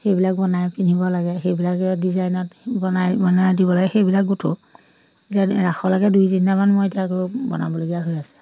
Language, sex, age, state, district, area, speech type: Assamese, female, 45-60, Assam, Majuli, urban, spontaneous